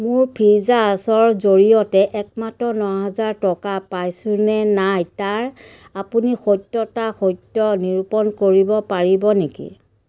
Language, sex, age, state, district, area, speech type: Assamese, female, 30-45, Assam, Biswanath, rural, read